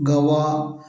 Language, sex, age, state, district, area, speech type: Malayalam, male, 60+, Kerala, Palakkad, rural, spontaneous